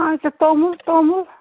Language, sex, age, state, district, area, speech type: Kashmiri, female, 45-60, Jammu and Kashmir, Srinagar, urban, conversation